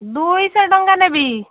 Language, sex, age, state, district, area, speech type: Odia, female, 45-60, Odisha, Gajapati, rural, conversation